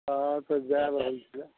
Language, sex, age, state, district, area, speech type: Maithili, male, 45-60, Bihar, Araria, rural, conversation